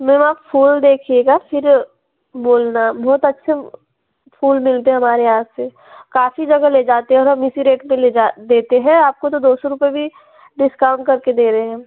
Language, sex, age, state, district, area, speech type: Hindi, female, 18-30, Madhya Pradesh, Betul, rural, conversation